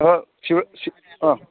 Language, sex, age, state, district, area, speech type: Manipuri, male, 30-45, Manipur, Ukhrul, rural, conversation